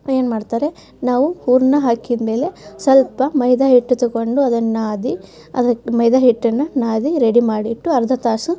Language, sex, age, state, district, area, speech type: Kannada, female, 30-45, Karnataka, Gadag, rural, spontaneous